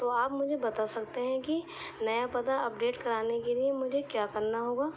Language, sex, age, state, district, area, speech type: Urdu, female, 18-30, Delhi, East Delhi, urban, spontaneous